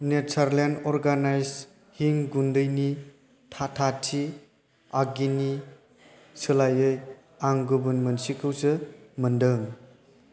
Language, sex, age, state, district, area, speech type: Bodo, male, 18-30, Assam, Chirang, rural, read